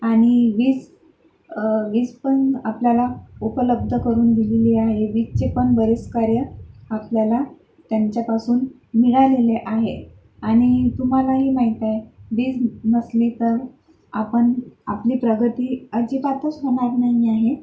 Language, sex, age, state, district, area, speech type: Marathi, female, 30-45, Maharashtra, Akola, urban, spontaneous